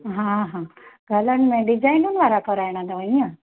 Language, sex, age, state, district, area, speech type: Sindhi, female, 30-45, Gujarat, Junagadh, urban, conversation